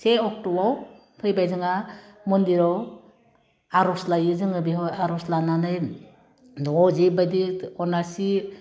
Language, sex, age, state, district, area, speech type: Bodo, female, 45-60, Assam, Udalguri, rural, spontaneous